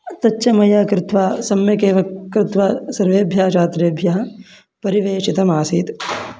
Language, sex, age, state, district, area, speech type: Sanskrit, male, 18-30, Karnataka, Mandya, rural, spontaneous